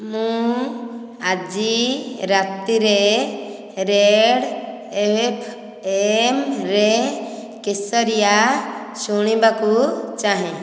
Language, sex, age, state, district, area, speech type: Odia, female, 30-45, Odisha, Nayagarh, rural, read